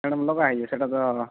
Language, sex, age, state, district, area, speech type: Odia, male, 30-45, Odisha, Boudh, rural, conversation